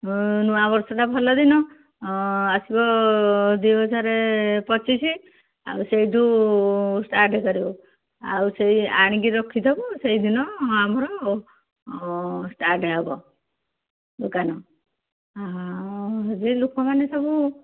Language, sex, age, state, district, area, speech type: Odia, female, 60+, Odisha, Jharsuguda, rural, conversation